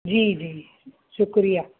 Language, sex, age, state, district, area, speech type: Sindhi, female, 45-60, Maharashtra, Thane, urban, conversation